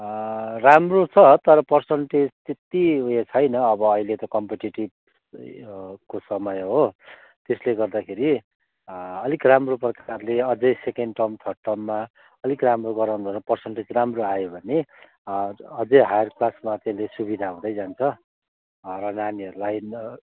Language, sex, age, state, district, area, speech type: Nepali, male, 45-60, West Bengal, Kalimpong, rural, conversation